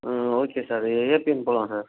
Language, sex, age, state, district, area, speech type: Tamil, male, 18-30, Tamil Nadu, Ariyalur, rural, conversation